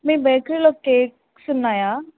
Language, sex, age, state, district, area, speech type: Telugu, female, 18-30, Telangana, Warangal, rural, conversation